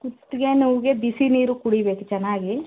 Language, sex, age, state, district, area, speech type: Kannada, female, 30-45, Karnataka, Tumkur, rural, conversation